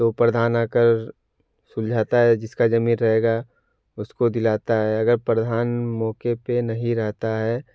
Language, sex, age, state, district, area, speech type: Hindi, male, 18-30, Uttar Pradesh, Varanasi, rural, spontaneous